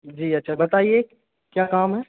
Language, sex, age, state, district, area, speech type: Hindi, male, 18-30, Madhya Pradesh, Hoshangabad, urban, conversation